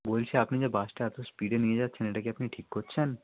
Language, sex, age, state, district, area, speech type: Bengali, male, 18-30, West Bengal, North 24 Parganas, rural, conversation